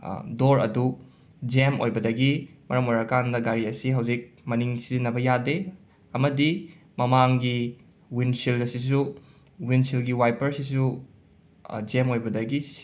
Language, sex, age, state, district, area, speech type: Manipuri, male, 18-30, Manipur, Imphal West, rural, spontaneous